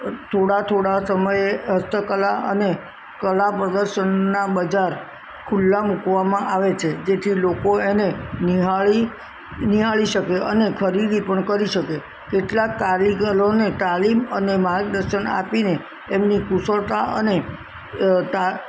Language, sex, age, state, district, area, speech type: Gujarati, female, 60+, Gujarat, Kheda, rural, spontaneous